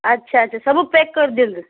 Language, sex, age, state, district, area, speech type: Odia, female, 45-60, Odisha, Ganjam, urban, conversation